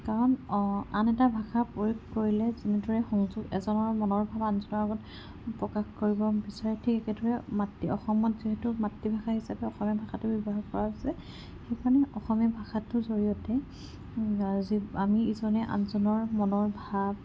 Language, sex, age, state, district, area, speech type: Assamese, female, 18-30, Assam, Kamrup Metropolitan, urban, spontaneous